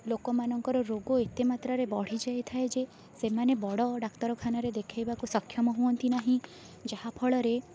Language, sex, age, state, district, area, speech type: Odia, female, 18-30, Odisha, Rayagada, rural, spontaneous